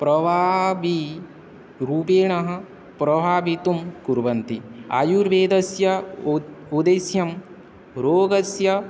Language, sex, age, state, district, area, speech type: Sanskrit, male, 18-30, Odisha, Balangir, rural, spontaneous